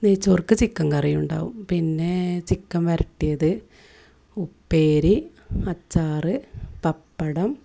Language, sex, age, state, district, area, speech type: Malayalam, female, 30-45, Kerala, Malappuram, rural, spontaneous